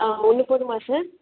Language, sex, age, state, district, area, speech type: Tamil, female, 18-30, Tamil Nadu, Chengalpattu, urban, conversation